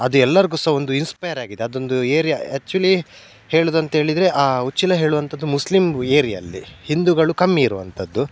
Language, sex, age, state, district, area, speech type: Kannada, male, 30-45, Karnataka, Udupi, rural, spontaneous